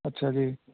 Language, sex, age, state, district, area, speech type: Punjabi, male, 30-45, Punjab, Fatehgarh Sahib, rural, conversation